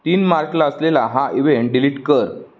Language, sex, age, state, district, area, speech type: Marathi, male, 18-30, Maharashtra, Sindhudurg, rural, read